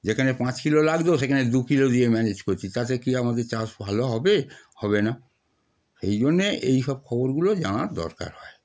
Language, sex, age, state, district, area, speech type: Bengali, male, 60+, West Bengal, Darjeeling, rural, spontaneous